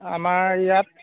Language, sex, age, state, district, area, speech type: Assamese, male, 30-45, Assam, Jorhat, urban, conversation